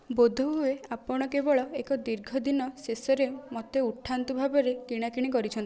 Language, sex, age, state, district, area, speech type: Odia, female, 18-30, Odisha, Kendujhar, urban, read